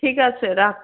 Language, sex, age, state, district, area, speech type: Bengali, female, 60+, West Bengal, Darjeeling, urban, conversation